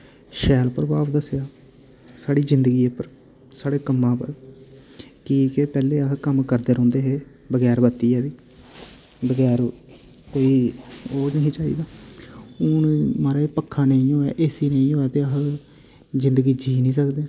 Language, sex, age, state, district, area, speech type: Dogri, male, 18-30, Jammu and Kashmir, Samba, rural, spontaneous